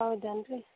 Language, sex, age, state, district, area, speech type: Kannada, female, 18-30, Karnataka, Gadag, rural, conversation